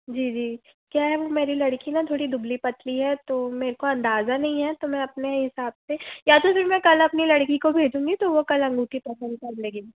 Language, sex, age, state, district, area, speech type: Hindi, female, 30-45, Madhya Pradesh, Balaghat, rural, conversation